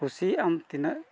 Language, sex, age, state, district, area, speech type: Santali, male, 60+, Odisha, Mayurbhanj, rural, spontaneous